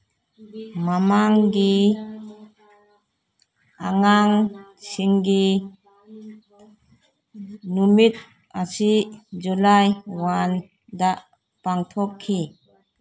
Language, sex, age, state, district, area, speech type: Manipuri, female, 60+, Manipur, Kangpokpi, urban, read